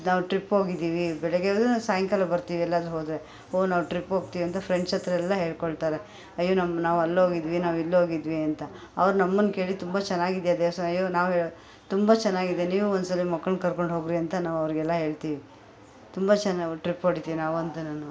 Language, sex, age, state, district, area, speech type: Kannada, female, 45-60, Karnataka, Bangalore Urban, urban, spontaneous